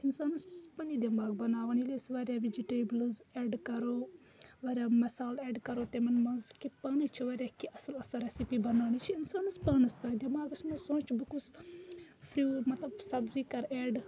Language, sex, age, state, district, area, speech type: Kashmiri, female, 18-30, Jammu and Kashmir, Kupwara, rural, spontaneous